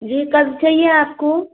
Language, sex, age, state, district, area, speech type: Hindi, female, 18-30, Madhya Pradesh, Bhopal, urban, conversation